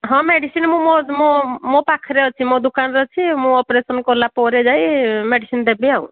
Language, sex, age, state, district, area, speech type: Odia, female, 45-60, Odisha, Angul, rural, conversation